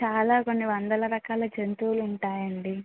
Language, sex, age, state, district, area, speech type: Telugu, female, 18-30, Telangana, Mulugu, rural, conversation